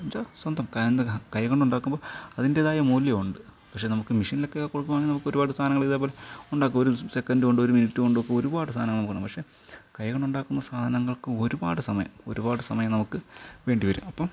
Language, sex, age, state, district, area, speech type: Malayalam, male, 30-45, Kerala, Thiruvananthapuram, rural, spontaneous